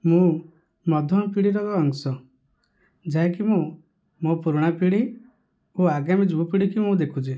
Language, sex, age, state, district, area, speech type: Odia, male, 30-45, Odisha, Kandhamal, rural, spontaneous